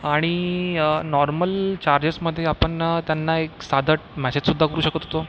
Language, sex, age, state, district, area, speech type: Marathi, male, 45-60, Maharashtra, Nagpur, urban, spontaneous